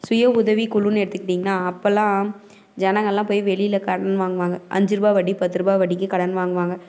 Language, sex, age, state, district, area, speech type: Tamil, female, 30-45, Tamil Nadu, Dharmapuri, rural, spontaneous